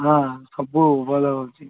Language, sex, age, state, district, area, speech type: Odia, male, 18-30, Odisha, Malkangiri, urban, conversation